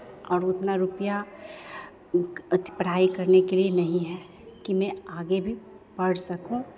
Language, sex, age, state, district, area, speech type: Hindi, female, 45-60, Bihar, Begusarai, rural, spontaneous